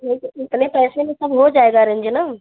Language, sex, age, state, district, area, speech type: Hindi, female, 18-30, Uttar Pradesh, Mirzapur, rural, conversation